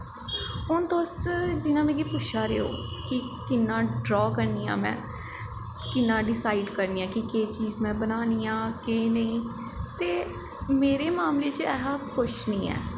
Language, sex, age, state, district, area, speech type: Dogri, female, 18-30, Jammu and Kashmir, Jammu, urban, spontaneous